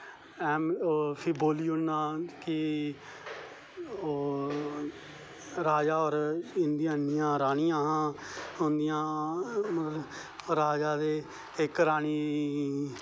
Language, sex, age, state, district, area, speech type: Dogri, male, 30-45, Jammu and Kashmir, Kathua, rural, spontaneous